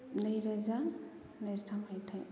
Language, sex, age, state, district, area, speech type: Bodo, female, 30-45, Assam, Kokrajhar, rural, spontaneous